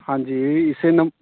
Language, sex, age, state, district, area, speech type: Punjabi, female, 30-45, Punjab, Shaheed Bhagat Singh Nagar, rural, conversation